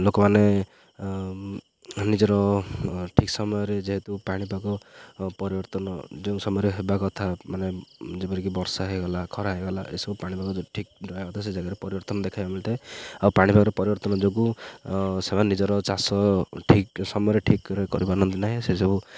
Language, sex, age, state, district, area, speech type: Odia, male, 30-45, Odisha, Ganjam, urban, spontaneous